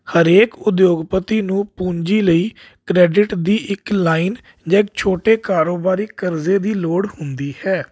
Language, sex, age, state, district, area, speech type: Punjabi, male, 30-45, Punjab, Jalandhar, urban, spontaneous